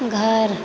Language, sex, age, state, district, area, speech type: Maithili, female, 18-30, Bihar, Purnia, rural, read